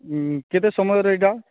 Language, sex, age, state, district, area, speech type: Odia, male, 45-60, Odisha, Nuapada, urban, conversation